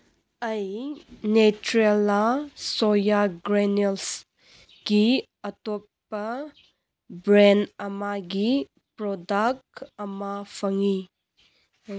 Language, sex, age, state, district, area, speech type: Manipuri, female, 18-30, Manipur, Kangpokpi, urban, read